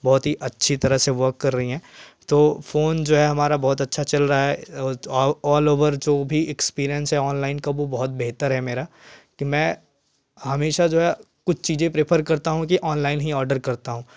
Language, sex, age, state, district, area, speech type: Hindi, male, 18-30, Uttar Pradesh, Jaunpur, rural, spontaneous